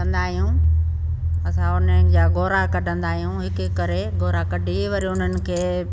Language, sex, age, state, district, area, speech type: Sindhi, female, 60+, Delhi, South Delhi, rural, spontaneous